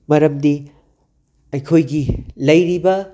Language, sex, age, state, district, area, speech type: Manipuri, male, 45-60, Manipur, Imphal West, urban, spontaneous